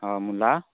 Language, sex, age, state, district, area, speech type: Assamese, male, 18-30, Assam, Charaideo, rural, conversation